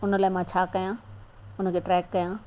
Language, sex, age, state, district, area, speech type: Sindhi, female, 60+, Rajasthan, Ajmer, urban, spontaneous